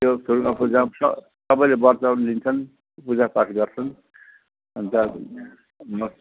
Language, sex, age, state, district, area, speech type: Nepali, male, 60+, West Bengal, Kalimpong, rural, conversation